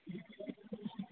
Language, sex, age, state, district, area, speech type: Assamese, male, 18-30, Assam, Majuli, urban, conversation